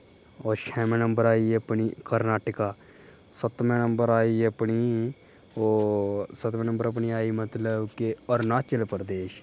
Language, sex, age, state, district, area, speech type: Dogri, male, 30-45, Jammu and Kashmir, Udhampur, rural, spontaneous